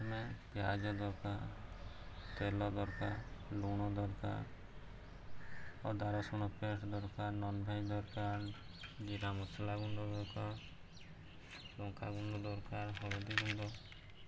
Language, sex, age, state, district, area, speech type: Odia, male, 30-45, Odisha, Subarnapur, urban, spontaneous